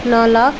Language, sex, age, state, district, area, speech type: Hindi, female, 18-30, Madhya Pradesh, Indore, urban, spontaneous